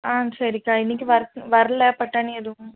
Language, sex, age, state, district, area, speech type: Tamil, female, 18-30, Tamil Nadu, Madurai, urban, conversation